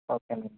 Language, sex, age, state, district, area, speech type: Telugu, male, 60+, Andhra Pradesh, Kakinada, rural, conversation